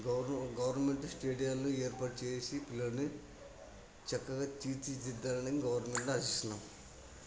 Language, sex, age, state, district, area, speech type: Telugu, male, 45-60, Andhra Pradesh, Kadapa, rural, spontaneous